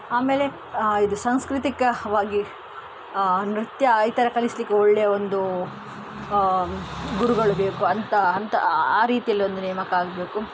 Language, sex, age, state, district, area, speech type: Kannada, female, 30-45, Karnataka, Udupi, rural, spontaneous